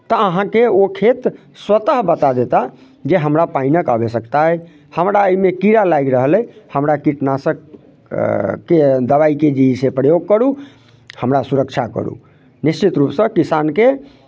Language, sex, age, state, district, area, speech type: Maithili, male, 30-45, Bihar, Muzaffarpur, rural, spontaneous